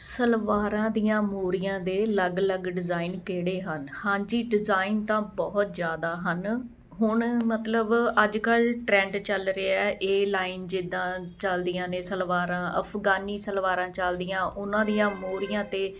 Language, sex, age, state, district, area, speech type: Punjabi, female, 45-60, Punjab, Ludhiana, urban, spontaneous